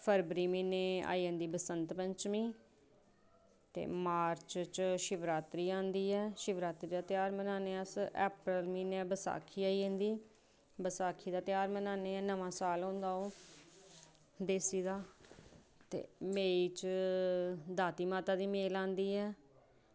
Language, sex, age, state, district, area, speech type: Dogri, female, 30-45, Jammu and Kashmir, Samba, rural, spontaneous